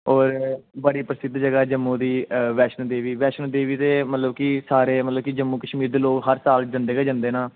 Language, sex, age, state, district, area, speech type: Dogri, male, 18-30, Jammu and Kashmir, Kathua, rural, conversation